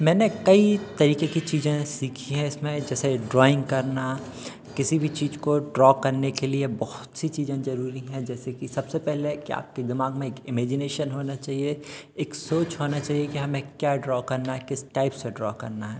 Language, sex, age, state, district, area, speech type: Hindi, male, 30-45, Madhya Pradesh, Hoshangabad, urban, spontaneous